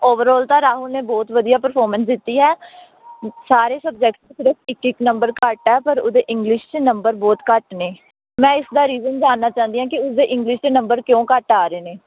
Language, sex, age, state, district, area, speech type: Punjabi, female, 18-30, Punjab, Pathankot, rural, conversation